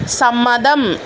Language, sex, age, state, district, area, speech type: Malayalam, female, 18-30, Kerala, Kollam, urban, read